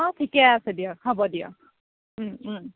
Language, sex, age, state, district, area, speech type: Assamese, female, 18-30, Assam, Morigaon, rural, conversation